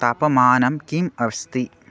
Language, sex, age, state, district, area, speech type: Sanskrit, male, 18-30, Odisha, Bargarh, rural, read